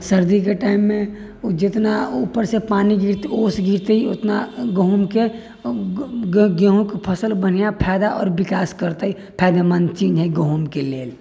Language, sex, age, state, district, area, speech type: Maithili, male, 60+, Bihar, Sitamarhi, rural, spontaneous